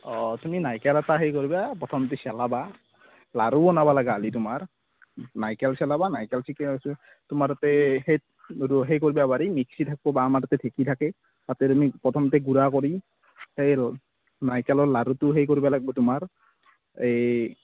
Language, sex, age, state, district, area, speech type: Assamese, male, 18-30, Assam, Nalbari, rural, conversation